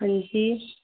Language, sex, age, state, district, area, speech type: Dogri, female, 30-45, Jammu and Kashmir, Udhampur, urban, conversation